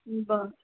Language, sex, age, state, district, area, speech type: Marathi, female, 30-45, Maharashtra, Pune, urban, conversation